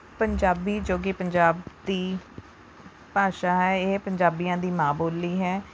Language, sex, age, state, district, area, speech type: Punjabi, female, 18-30, Punjab, Rupnagar, urban, spontaneous